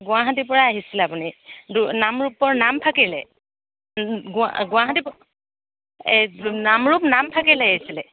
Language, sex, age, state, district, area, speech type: Assamese, female, 45-60, Assam, Dibrugarh, rural, conversation